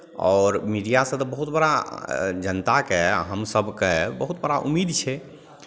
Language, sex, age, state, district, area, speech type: Maithili, male, 45-60, Bihar, Madhepura, urban, spontaneous